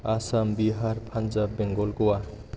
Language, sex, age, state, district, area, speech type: Bodo, male, 18-30, Assam, Chirang, rural, spontaneous